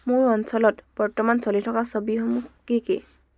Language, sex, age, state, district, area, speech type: Assamese, female, 18-30, Assam, Dibrugarh, rural, read